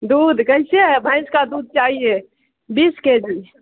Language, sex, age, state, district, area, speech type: Urdu, female, 45-60, Bihar, Khagaria, rural, conversation